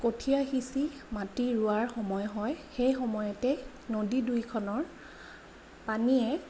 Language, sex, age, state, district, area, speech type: Assamese, female, 30-45, Assam, Lakhimpur, rural, spontaneous